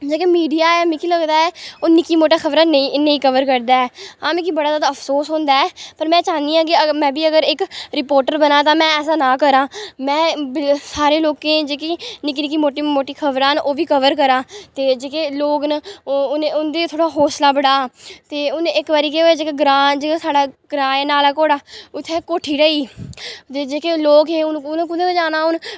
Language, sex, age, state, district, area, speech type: Dogri, female, 30-45, Jammu and Kashmir, Udhampur, urban, spontaneous